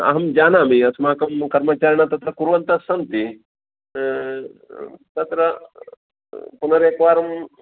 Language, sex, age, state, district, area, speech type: Sanskrit, male, 45-60, Karnataka, Uttara Kannada, urban, conversation